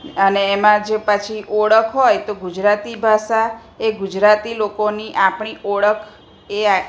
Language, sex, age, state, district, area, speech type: Gujarati, female, 45-60, Gujarat, Kheda, rural, spontaneous